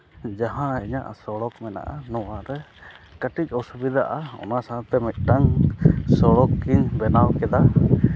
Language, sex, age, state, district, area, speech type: Santali, male, 30-45, Jharkhand, East Singhbhum, rural, spontaneous